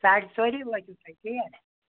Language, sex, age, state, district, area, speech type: Kashmiri, female, 60+, Jammu and Kashmir, Anantnag, rural, conversation